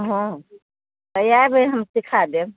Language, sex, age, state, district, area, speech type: Maithili, female, 60+, Bihar, Muzaffarpur, rural, conversation